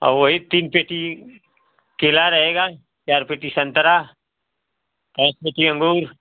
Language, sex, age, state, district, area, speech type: Hindi, male, 45-60, Uttar Pradesh, Ghazipur, rural, conversation